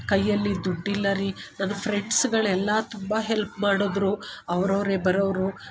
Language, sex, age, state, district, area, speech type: Kannada, female, 45-60, Karnataka, Bangalore Urban, urban, spontaneous